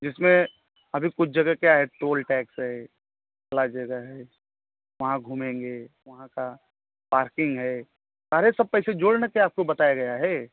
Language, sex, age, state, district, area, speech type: Hindi, male, 30-45, Uttar Pradesh, Mau, rural, conversation